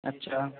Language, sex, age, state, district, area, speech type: Urdu, male, 60+, Uttar Pradesh, Shahjahanpur, rural, conversation